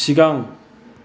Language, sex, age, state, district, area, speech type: Bodo, male, 45-60, Assam, Chirang, urban, read